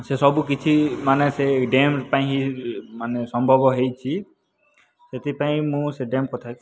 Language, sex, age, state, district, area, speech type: Odia, male, 18-30, Odisha, Kalahandi, rural, spontaneous